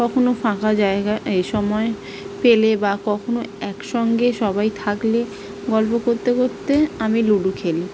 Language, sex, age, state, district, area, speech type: Bengali, female, 18-30, West Bengal, South 24 Parganas, rural, spontaneous